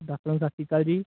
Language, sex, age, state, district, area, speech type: Punjabi, male, 18-30, Punjab, Shaheed Bhagat Singh Nagar, urban, conversation